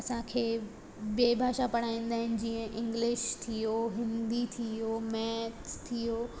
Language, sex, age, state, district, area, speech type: Sindhi, female, 18-30, Madhya Pradesh, Katni, rural, spontaneous